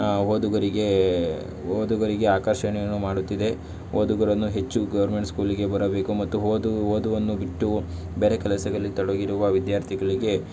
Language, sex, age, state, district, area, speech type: Kannada, male, 18-30, Karnataka, Tumkur, rural, spontaneous